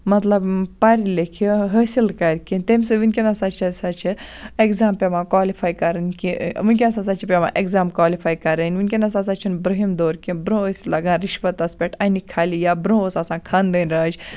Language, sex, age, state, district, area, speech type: Kashmiri, female, 18-30, Jammu and Kashmir, Baramulla, rural, spontaneous